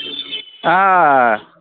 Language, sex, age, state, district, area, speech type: Kashmiri, male, 30-45, Jammu and Kashmir, Bandipora, rural, conversation